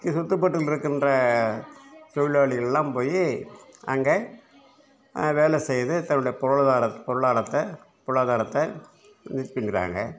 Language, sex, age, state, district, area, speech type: Tamil, male, 60+, Tamil Nadu, Cuddalore, rural, spontaneous